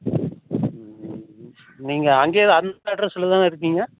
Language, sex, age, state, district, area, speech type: Tamil, male, 60+, Tamil Nadu, Krishnagiri, rural, conversation